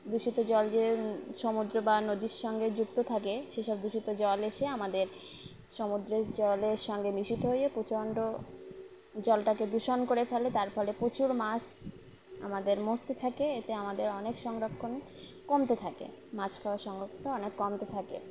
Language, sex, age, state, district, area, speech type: Bengali, female, 18-30, West Bengal, Uttar Dinajpur, urban, spontaneous